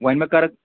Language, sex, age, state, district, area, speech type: Kashmiri, male, 18-30, Jammu and Kashmir, Anantnag, rural, conversation